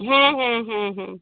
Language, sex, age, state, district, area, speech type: Bengali, female, 45-60, West Bengal, North 24 Parganas, urban, conversation